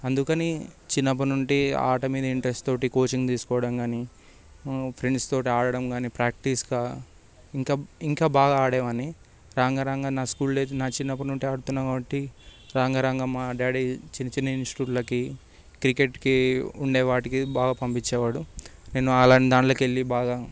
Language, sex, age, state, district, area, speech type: Telugu, male, 18-30, Telangana, Sangareddy, urban, spontaneous